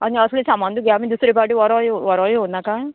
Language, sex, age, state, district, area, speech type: Goan Konkani, female, 45-60, Goa, Murmgao, rural, conversation